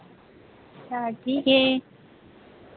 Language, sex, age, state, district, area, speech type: Hindi, female, 18-30, Madhya Pradesh, Harda, urban, conversation